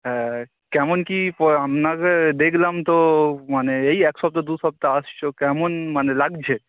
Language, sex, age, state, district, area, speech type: Bengali, male, 18-30, West Bengal, Howrah, urban, conversation